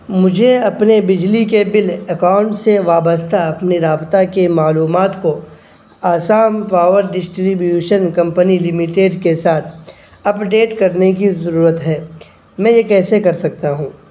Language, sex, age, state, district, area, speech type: Urdu, male, 18-30, Bihar, Purnia, rural, read